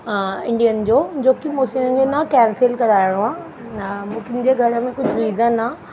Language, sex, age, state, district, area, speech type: Sindhi, female, 30-45, Delhi, South Delhi, urban, spontaneous